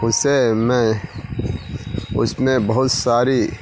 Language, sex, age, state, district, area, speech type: Urdu, male, 18-30, Uttar Pradesh, Gautam Buddha Nagar, rural, spontaneous